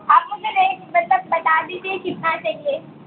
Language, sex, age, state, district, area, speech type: Hindi, female, 18-30, Madhya Pradesh, Harda, urban, conversation